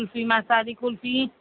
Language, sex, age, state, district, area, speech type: Gujarati, female, 30-45, Gujarat, Aravalli, urban, conversation